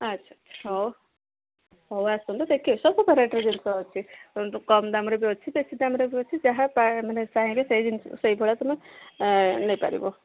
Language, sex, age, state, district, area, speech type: Odia, female, 60+, Odisha, Gajapati, rural, conversation